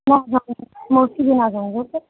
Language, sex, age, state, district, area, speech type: Urdu, female, 45-60, Uttar Pradesh, Gautam Buddha Nagar, rural, conversation